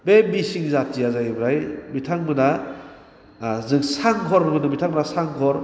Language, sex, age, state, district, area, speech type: Bodo, male, 45-60, Assam, Baksa, urban, spontaneous